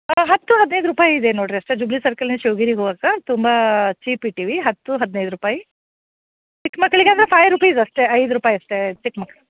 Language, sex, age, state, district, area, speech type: Kannada, female, 30-45, Karnataka, Dharwad, urban, conversation